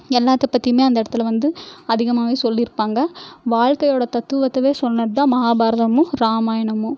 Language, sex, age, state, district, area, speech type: Tamil, female, 18-30, Tamil Nadu, Erode, rural, spontaneous